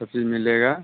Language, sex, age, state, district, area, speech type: Hindi, male, 30-45, Bihar, Vaishali, urban, conversation